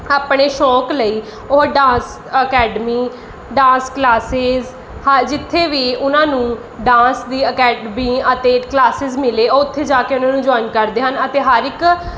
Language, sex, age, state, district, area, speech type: Punjabi, female, 30-45, Punjab, Mohali, rural, spontaneous